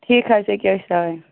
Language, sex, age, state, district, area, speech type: Kashmiri, female, 30-45, Jammu and Kashmir, Baramulla, rural, conversation